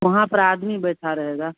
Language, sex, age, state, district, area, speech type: Hindi, female, 45-60, Bihar, Madhepura, rural, conversation